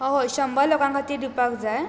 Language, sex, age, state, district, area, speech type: Goan Konkani, female, 18-30, Goa, Bardez, rural, spontaneous